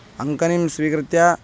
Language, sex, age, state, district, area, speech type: Sanskrit, male, 18-30, Karnataka, Bangalore Rural, urban, spontaneous